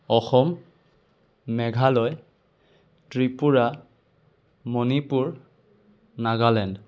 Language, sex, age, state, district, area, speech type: Assamese, male, 18-30, Assam, Sonitpur, rural, spontaneous